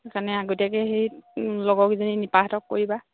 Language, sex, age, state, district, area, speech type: Assamese, female, 30-45, Assam, Sivasagar, rural, conversation